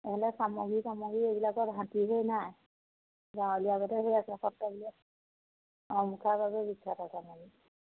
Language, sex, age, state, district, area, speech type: Assamese, female, 45-60, Assam, Majuli, urban, conversation